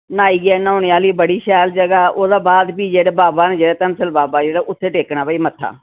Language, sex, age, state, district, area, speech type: Dogri, female, 60+, Jammu and Kashmir, Reasi, urban, conversation